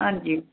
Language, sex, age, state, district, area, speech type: Dogri, female, 45-60, Jammu and Kashmir, Samba, urban, conversation